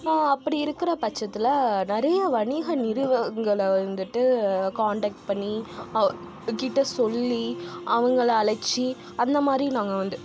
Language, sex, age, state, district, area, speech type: Tamil, female, 45-60, Tamil Nadu, Tiruvarur, rural, spontaneous